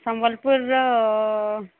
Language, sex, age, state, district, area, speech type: Odia, male, 18-30, Odisha, Sambalpur, rural, conversation